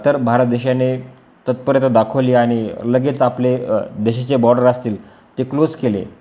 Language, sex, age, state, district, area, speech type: Marathi, male, 18-30, Maharashtra, Beed, rural, spontaneous